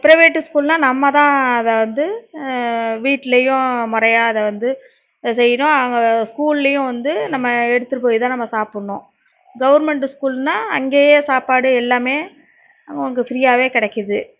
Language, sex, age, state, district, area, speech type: Tamil, female, 45-60, Tamil Nadu, Nagapattinam, rural, spontaneous